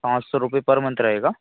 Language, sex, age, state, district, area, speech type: Hindi, male, 30-45, Madhya Pradesh, Hoshangabad, rural, conversation